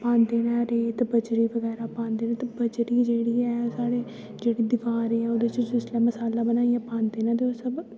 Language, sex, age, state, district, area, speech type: Dogri, female, 18-30, Jammu and Kashmir, Kathua, rural, spontaneous